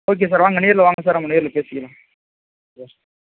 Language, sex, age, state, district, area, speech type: Tamil, male, 18-30, Tamil Nadu, Tiruchirappalli, rural, conversation